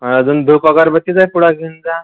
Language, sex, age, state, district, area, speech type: Marathi, male, 18-30, Maharashtra, Amravati, rural, conversation